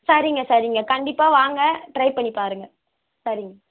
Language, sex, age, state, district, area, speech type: Tamil, female, 18-30, Tamil Nadu, Ranipet, rural, conversation